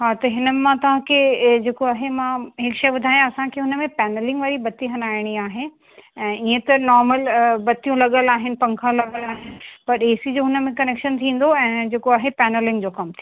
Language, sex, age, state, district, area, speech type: Sindhi, female, 45-60, Uttar Pradesh, Lucknow, rural, conversation